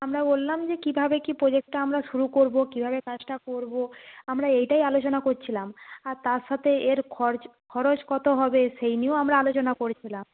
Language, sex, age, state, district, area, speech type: Bengali, female, 45-60, West Bengal, Nadia, rural, conversation